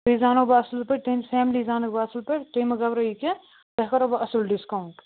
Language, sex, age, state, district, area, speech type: Kashmiri, male, 18-30, Jammu and Kashmir, Kupwara, rural, conversation